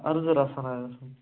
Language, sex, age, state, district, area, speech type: Kashmiri, male, 18-30, Jammu and Kashmir, Ganderbal, rural, conversation